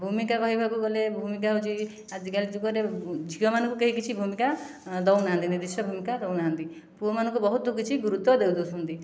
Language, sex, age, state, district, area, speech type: Odia, female, 30-45, Odisha, Khordha, rural, spontaneous